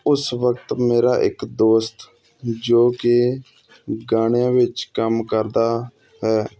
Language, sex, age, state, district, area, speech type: Punjabi, male, 30-45, Punjab, Hoshiarpur, urban, spontaneous